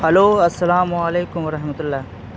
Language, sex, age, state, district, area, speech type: Urdu, male, 30-45, Bihar, Madhubani, rural, spontaneous